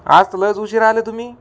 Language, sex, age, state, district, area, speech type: Marathi, male, 18-30, Maharashtra, Amravati, urban, spontaneous